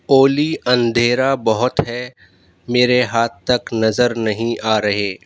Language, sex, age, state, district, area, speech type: Urdu, male, 30-45, Delhi, Central Delhi, urban, read